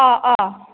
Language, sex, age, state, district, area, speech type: Bodo, female, 45-60, Assam, Baksa, rural, conversation